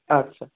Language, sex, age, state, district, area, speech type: Bengali, male, 18-30, West Bengal, Darjeeling, rural, conversation